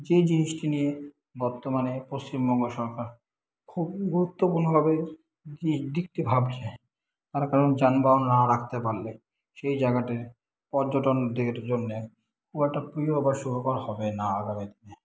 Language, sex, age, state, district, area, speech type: Bengali, male, 30-45, West Bengal, Kolkata, urban, spontaneous